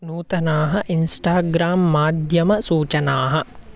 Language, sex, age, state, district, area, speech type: Sanskrit, male, 18-30, Karnataka, Chikkamagaluru, rural, read